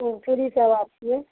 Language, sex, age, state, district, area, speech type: Maithili, female, 30-45, Bihar, Madhepura, rural, conversation